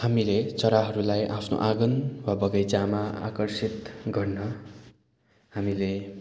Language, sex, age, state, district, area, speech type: Nepali, male, 30-45, West Bengal, Darjeeling, rural, spontaneous